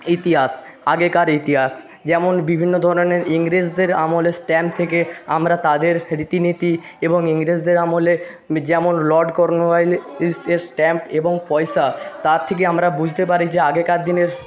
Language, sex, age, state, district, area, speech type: Bengali, male, 45-60, West Bengal, Jhargram, rural, spontaneous